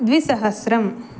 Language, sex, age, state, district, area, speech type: Sanskrit, female, 18-30, Karnataka, Uttara Kannada, rural, spontaneous